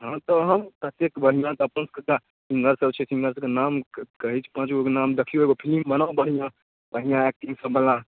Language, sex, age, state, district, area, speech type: Maithili, male, 18-30, Bihar, Darbhanga, urban, conversation